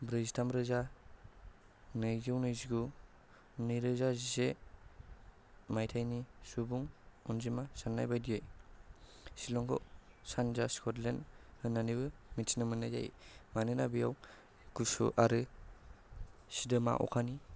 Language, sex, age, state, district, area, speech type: Bodo, male, 18-30, Assam, Kokrajhar, rural, spontaneous